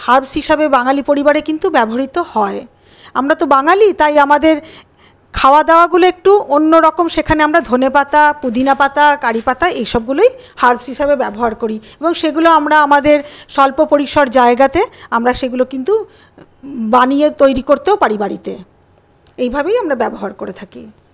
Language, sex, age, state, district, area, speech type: Bengali, female, 60+, West Bengal, Paschim Bardhaman, urban, spontaneous